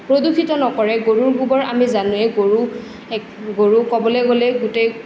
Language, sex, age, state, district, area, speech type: Assamese, female, 18-30, Assam, Nalbari, rural, spontaneous